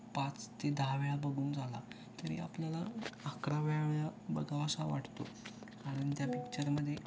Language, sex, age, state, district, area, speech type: Marathi, male, 18-30, Maharashtra, Kolhapur, urban, spontaneous